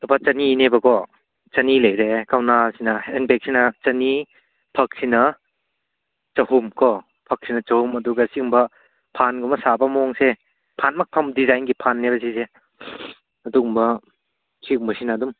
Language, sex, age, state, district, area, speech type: Manipuri, male, 18-30, Manipur, Churachandpur, rural, conversation